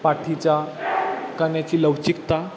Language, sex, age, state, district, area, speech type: Marathi, male, 18-30, Maharashtra, Satara, urban, spontaneous